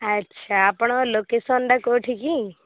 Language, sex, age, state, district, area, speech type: Odia, female, 18-30, Odisha, Sundergarh, urban, conversation